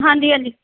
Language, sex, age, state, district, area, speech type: Punjabi, female, 45-60, Punjab, Amritsar, urban, conversation